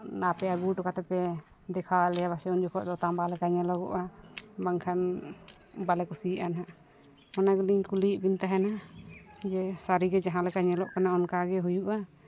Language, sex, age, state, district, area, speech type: Santali, female, 45-60, Jharkhand, East Singhbhum, rural, spontaneous